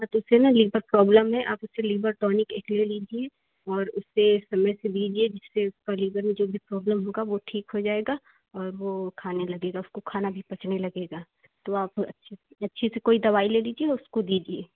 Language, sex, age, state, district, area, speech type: Hindi, female, 18-30, Uttar Pradesh, Chandauli, urban, conversation